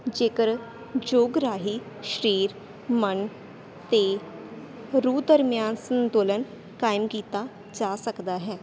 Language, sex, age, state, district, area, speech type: Punjabi, female, 18-30, Punjab, Sangrur, rural, spontaneous